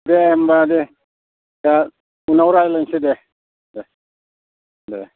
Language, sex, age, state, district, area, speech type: Bodo, male, 60+, Assam, Udalguri, rural, conversation